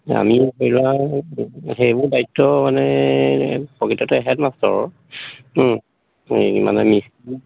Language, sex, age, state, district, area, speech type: Assamese, male, 45-60, Assam, Majuli, rural, conversation